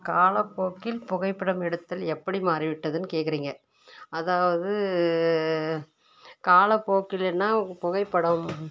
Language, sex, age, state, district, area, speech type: Tamil, female, 30-45, Tamil Nadu, Tirupattur, rural, spontaneous